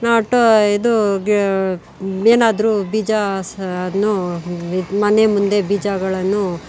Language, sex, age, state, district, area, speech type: Kannada, female, 45-60, Karnataka, Bangalore Urban, rural, spontaneous